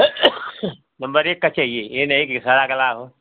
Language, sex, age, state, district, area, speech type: Hindi, male, 45-60, Uttar Pradesh, Ghazipur, rural, conversation